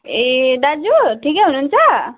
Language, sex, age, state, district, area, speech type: Nepali, female, 30-45, West Bengal, Jalpaiguri, rural, conversation